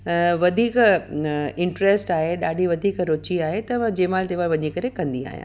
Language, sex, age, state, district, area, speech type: Sindhi, female, 60+, Uttar Pradesh, Lucknow, rural, spontaneous